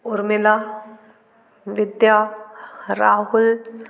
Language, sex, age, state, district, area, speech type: Hindi, female, 60+, Madhya Pradesh, Gwalior, rural, spontaneous